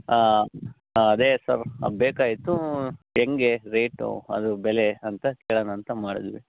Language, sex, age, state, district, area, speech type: Kannada, male, 60+, Karnataka, Bangalore Rural, urban, conversation